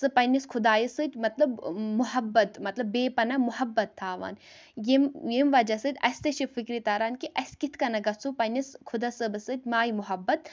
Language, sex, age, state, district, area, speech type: Kashmiri, female, 18-30, Jammu and Kashmir, Baramulla, rural, spontaneous